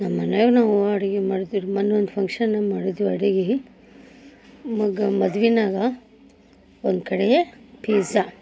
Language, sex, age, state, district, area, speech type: Kannada, female, 45-60, Karnataka, Koppal, rural, spontaneous